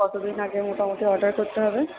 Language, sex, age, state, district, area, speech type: Bengali, female, 45-60, West Bengal, Purba Bardhaman, rural, conversation